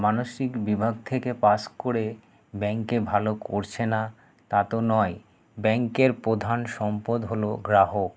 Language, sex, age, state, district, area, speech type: Bengali, male, 30-45, West Bengal, Paschim Bardhaman, urban, spontaneous